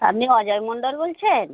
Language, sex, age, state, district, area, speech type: Bengali, female, 30-45, West Bengal, North 24 Parganas, urban, conversation